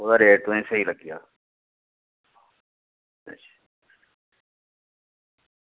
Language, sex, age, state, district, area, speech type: Dogri, male, 60+, Jammu and Kashmir, Reasi, rural, conversation